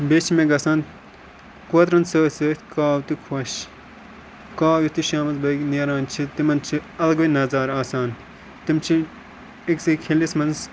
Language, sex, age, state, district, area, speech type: Kashmiri, male, 18-30, Jammu and Kashmir, Ganderbal, rural, spontaneous